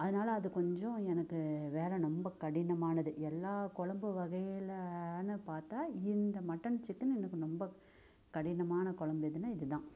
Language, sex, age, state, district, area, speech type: Tamil, female, 45-60, Tamil Nadu, Namakkal, rural, spontaneous